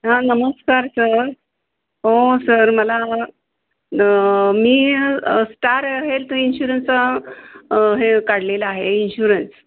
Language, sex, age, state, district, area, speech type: Marathi, female, 60+, Maharashtra, Kolhapur, urban, conversation